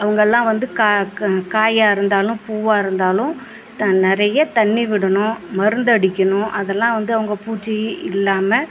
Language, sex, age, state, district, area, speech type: Tamil, female, 45-60, Tamil Nadu, Perambalur, rural, spontaneous